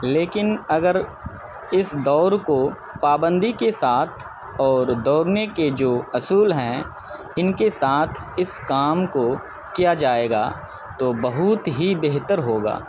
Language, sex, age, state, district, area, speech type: Urdu, male, 30-45, Bihar, Purnia, rural, spontaneous